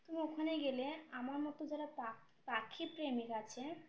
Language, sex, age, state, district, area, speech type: Bengali, female, 18-30, West Bengal, Birbhum, urban, spontaneous